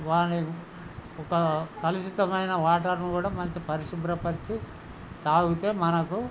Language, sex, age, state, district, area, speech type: Telugu, male, 60+, Telangana, Hanamkonda, rural, spontaneous